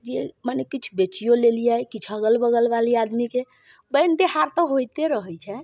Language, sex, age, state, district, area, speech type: Maithili, female, 45-60, Bihar, Muzaffarpur, rural, spontaneous